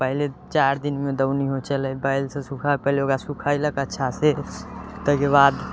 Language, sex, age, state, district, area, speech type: Maithili, male, 18-30, Bihar, Muzaffarpur, rural, spontaneous